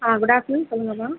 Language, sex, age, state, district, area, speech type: Tamil, female, 30-45, Tamil Nadu, Pudukkottai, rural, conversation